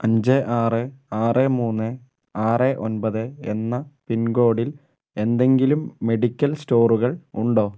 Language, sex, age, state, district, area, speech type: Malayalam, male, 18-30, Kerala, Kozhikode, urban, read